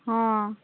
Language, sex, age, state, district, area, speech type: Odia, female, 18-30, Odisha, Mayurbhanj, rural, conversation